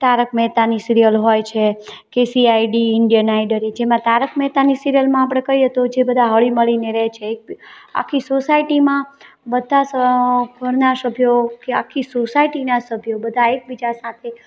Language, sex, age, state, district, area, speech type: Gujarati, female, 30-45, Gujarat, Morbi, urban, spontaneous